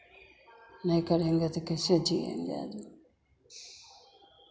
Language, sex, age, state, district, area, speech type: Hindi, female, 45-60, Bihar, Begusarai, rural, spontaneous